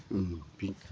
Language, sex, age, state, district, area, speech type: Bodo, male, 60+, Assam, Udalguri, rural, spontaneous